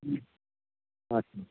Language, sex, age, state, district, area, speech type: Urdu, male, 30-45, Maharashtra, Nashik, urban, conversation